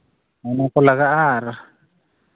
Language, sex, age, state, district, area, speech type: Santali, male, 45-60, Jharkhand, East Singhbhum, rural, conversation